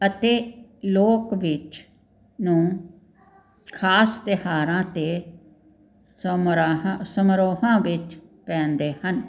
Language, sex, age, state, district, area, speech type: Punjabi, female, 60+, Punjab, Jalandhar, urban, spontaneous